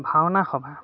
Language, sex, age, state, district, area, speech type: Assamese, male, 30-45, Assam, Dhemaji, urban, spontaneous